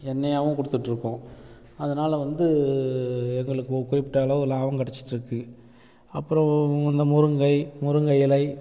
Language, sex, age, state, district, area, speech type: Tamil, male, 45-60, Tamil Nadu, Namakkal, rural, spontaneous